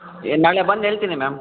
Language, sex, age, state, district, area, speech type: Kannada, male, 18-30, Karnataka, Kolar, rural, conversation